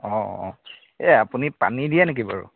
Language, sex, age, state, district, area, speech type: Assamese, male, 30-45, Assam, Jorhat, rural, conversation